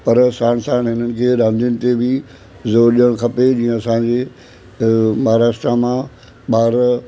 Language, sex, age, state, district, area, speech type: Sindhi, male, 60+, Maharashtra, Mumbai Suburban, urban, spontaneous